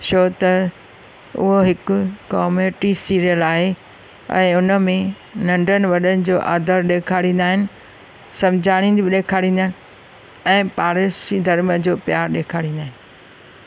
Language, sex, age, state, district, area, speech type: Sindhi, female, 45-60, Maharashtra, Thane, urban, spontaneous